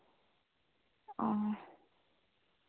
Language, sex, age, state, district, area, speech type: Santali, female, 18-30, West Bengal, Bankura, rural, conversation